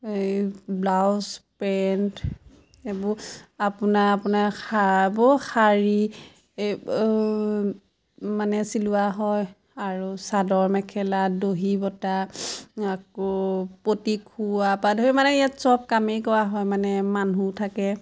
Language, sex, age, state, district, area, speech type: Assamese, female, 30-45, Assam, Majuli, urban, spontaneous